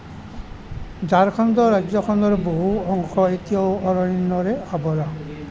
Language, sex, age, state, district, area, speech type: Assamese, male, 60+, Assam, Nalbari, rural, read